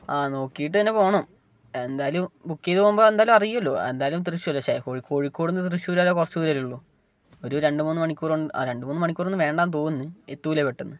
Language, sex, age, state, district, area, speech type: Malayalam, male, 18-30, Kerala, Wayanad, rural, spontaneous